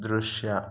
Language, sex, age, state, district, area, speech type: Kannada, male, 45-60, Karnataka, Chikkaballapur, rural, read